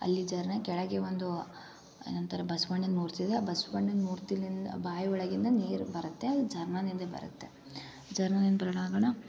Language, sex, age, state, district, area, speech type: Kannada, female, 18-30, Karnataka, Gulbarga, urban, spontaneous